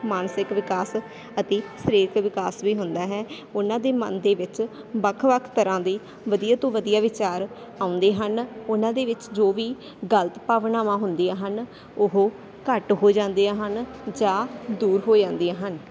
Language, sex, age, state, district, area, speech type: Punjabi, female, 18-30, Punjab, Sangrur, rural, spontaneous